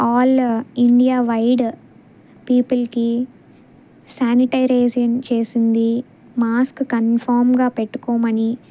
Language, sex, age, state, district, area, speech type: Telugu, female, 18-30, Andhra Pradesh, Bapatla, rural, spontaneous